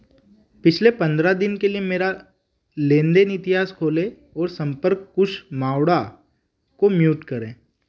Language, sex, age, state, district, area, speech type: Hindi, male, 18-30, Madhya Pradesh, Ujjain, rural, read